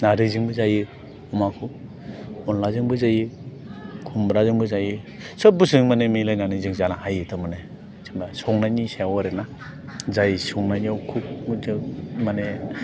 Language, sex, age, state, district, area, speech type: Bodo, male, 45-60, Assam, Chirang, urban, spontaneous